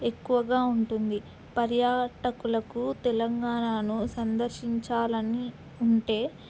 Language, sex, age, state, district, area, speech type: Telugu, female, 18-30, Telangana, Ranga Reddy, urban, spontaneous